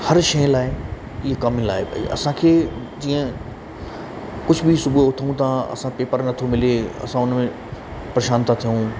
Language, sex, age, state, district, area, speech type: Sindhi, male, 30-45, Madhya Pradesh, Katni, urban, spontaneous